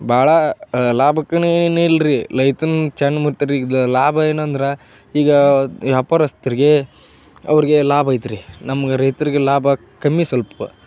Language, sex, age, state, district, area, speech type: Kannada, male, 30-45, Karnataka, Gadag, rural, spontaneous